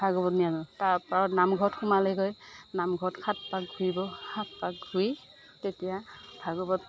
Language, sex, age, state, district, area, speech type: Assamese, female, 60+, Assam, Morigaon, rural, spontaneous